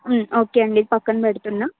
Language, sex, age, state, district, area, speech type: Telugu, female, 30-45, Andhra Pradesh, N T Rama Rao, urban, conversation